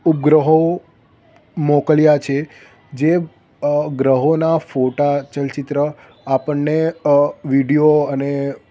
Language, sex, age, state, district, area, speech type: Gujarati, male, 18-30, Gujarat, Ahmedabad, urban, spontaneous